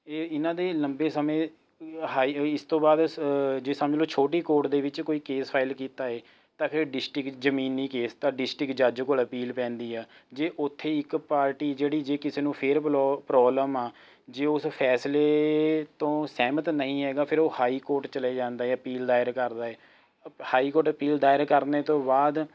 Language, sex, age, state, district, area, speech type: Punjabi, male, 18-30, Punjab, Rupnagar, rural, spontaneous